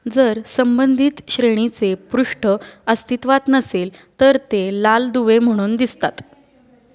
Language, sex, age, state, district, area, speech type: Marathi, female, 18-30, Maharashtra, Satara, urban, read